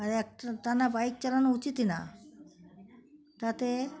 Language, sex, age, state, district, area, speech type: Bengali, female, 60+, West Bengal, Uttar Dinajpur, urban, spontaneous